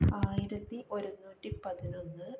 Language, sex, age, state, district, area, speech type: Malayalam, female, 30-45, Kerala, Kannur, urban, spontaneous